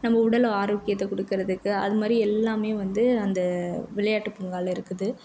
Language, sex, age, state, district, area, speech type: Tamil, female, 18-30, Tamil Nadu, Tiruvannamalai, urban, spontaneous